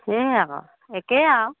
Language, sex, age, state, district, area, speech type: Assamese, female, 30-45, Assam, Charaideo, rural, conversation